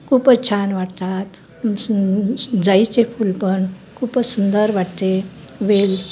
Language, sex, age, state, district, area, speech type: Marathi, female, 60+, Maharashtra, Nanded, rural, spontaneous